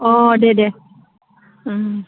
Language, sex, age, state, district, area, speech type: Bodo, female, 45-60, Assam, Udalguri, urban, conversation